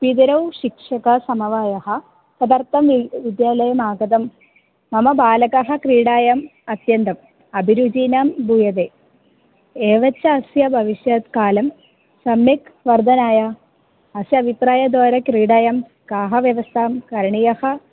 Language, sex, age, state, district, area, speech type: Sanskrit, female, 18-30, Kerala, Palakkad, rural, conversation